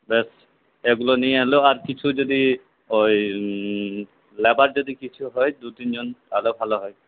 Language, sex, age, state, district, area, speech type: Bengali, male, 18-30, West Bengal, Purulia, rural, conversation